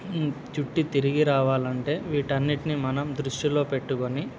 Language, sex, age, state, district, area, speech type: Telugu, male, 18-30, Andhra Pradesh, Nandyal, urban, spontaneous